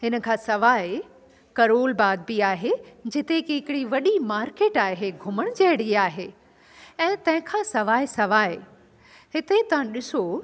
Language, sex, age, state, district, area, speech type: Sindhi, female, 45-60, Delhi, South Delhi, urban, spontaneous